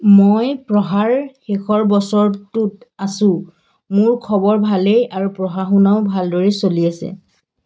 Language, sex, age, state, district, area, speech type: Assamese, female, 30-45, Assam, Golaghat, rural, read